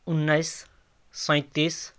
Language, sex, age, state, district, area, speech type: Nepali, male, 30-45, West Bengal, Jalpaiguri, rural, spontaneous